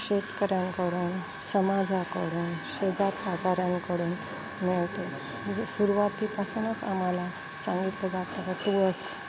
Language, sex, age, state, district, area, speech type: Marathi, female, 45-60, Maharashtra, Nanded, urban, spontaneous